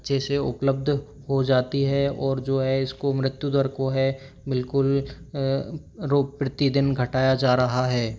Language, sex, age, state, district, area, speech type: Hindi, male, 45-60, Rajasthan, Karauli, rural, spontaneous